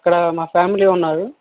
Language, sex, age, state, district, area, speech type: Telugu, male, 18-30, Andhra Pradesh, Guntur, urban, conversation